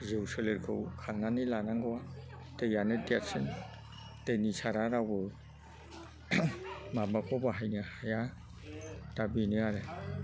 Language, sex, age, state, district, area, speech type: Bodo, male, 60+, Assam, Chirang, rural, spontaneous